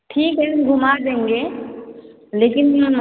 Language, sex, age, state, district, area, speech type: Hindi, female, 18-30, Uttar Pradesh, Varanasi, rural, conversation